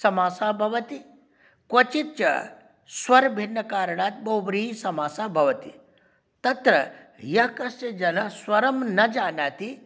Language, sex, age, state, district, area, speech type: Sanskrit, male, 45-60, Bihar, Darbhanga, urban, spontaneous